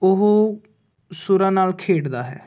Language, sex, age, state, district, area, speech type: Punjabi, male, 18-30, Punjab, Ludhiana, urban, spontaneous